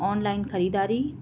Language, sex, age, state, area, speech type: Sindhi, female, 30-45, Maharashtra, urban, spontaneous